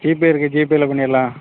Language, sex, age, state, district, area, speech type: Tamil, male, 30-45, Tamil Nadu, Thoothukudi, rural, conversation